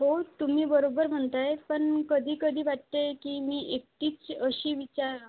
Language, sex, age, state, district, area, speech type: Marathi, female, 18-30, Maharashtra, Aurangabad, rural, conversation